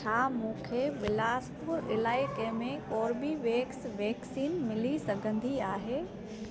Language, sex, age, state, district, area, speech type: Sindhi, female, 30-45, Gujarat, Junagadh, rural, read